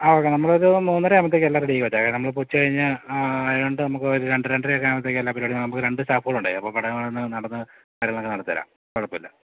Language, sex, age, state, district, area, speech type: Malayalam, male, 30-45, Kerala, Idukki, rural, conversation